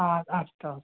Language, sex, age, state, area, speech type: Sanskrit, male, 18-30, Uttar Pradesh, rural, conversation